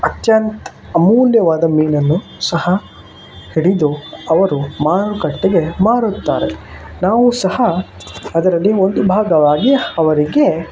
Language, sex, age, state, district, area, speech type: Kannada, male, 18-30, Karnataka, Shimoga, rural, spontaneous